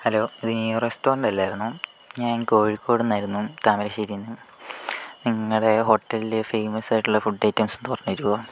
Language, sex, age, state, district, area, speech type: Malayalam, male, 45-60, Kerala, Kozhikode, urban, spontaneous